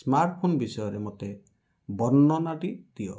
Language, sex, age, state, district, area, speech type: Odia, male, 45-60, Odisha, Balasore, rural, read